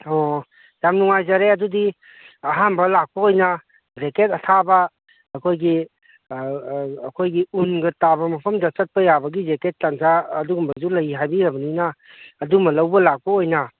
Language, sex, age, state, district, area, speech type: Manipuri, male, 30-45, Manipur, Kangpokpi, urban, conversation